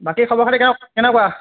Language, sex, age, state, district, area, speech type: Assamese, male, 18-30, Assam, Golaghat, urban, conversation